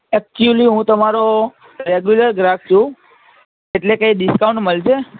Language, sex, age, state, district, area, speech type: Gujarati, male, 18-30, Gujarat, Ahmedabad, urban, conversation